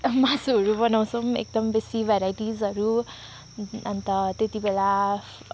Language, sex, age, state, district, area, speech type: Nepali, female, 18-30, West Bengal, Kalimpong, rural, spontaneous